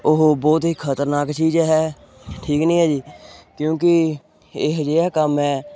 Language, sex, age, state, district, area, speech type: Punjabi, male, 18-30, Punjab, Hoshiarpur, rural, spontaneous